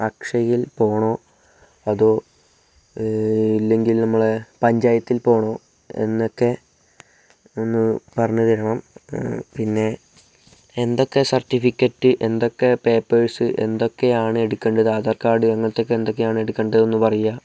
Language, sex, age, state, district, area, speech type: Malayalam, male, 18-30, Kerala, Wayanad, rural, spontaneous